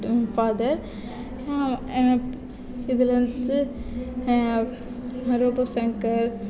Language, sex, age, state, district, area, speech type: Tamil, female, 18-30, Tamil Nadu, Mayiladuthurai, rural, spontaneous